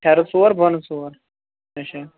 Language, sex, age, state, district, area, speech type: Kashmiri, male, 30-45, Jammu and Kashmir, Shopian, rural, conversation